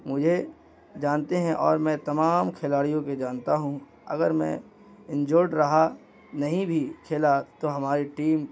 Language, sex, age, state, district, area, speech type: Urdu, male, 18-30, Bihar, Gaya, urban, spontaneous